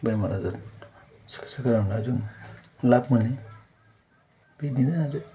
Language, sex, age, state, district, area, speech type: Bodo, male, 45-60, Assam, Chirang, urban, spontaneous